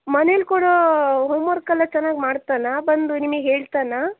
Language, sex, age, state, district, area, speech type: Kannada, female, 18-30, Karnataka, Shimoga, urban, conversation